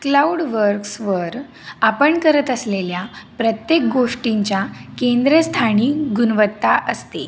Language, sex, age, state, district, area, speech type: Marathi, female, 18-30, Maharashtra, Nashik, urban, read